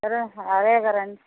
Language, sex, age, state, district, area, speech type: Telugu, female, 60+, Andhra Pradesh, Nellore, rural, conversation